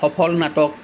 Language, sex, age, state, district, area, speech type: Assamese, male, 45-60, Assam, Nalbari, rural, spontaneous